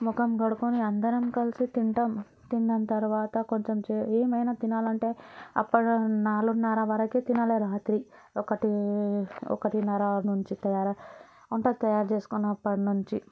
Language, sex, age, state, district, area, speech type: Telugu, female, 18-30, Telangana, Vikarabad, urban, spontaneous